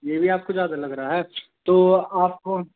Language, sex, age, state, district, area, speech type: Hindi, male, 18-30, Madhya Pradesh, Hoshangabad, urban, conversation